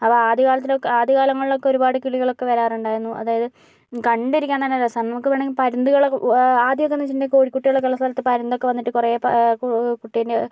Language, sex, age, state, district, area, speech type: Malayalam, female, 60+, Kerala, Kozhikode, urban, spontaneous